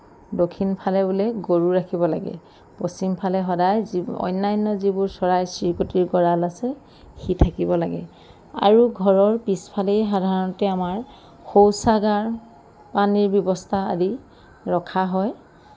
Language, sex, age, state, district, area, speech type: Assamese, female, 45-60, Assam, Lakhimpur, rural, spontaneous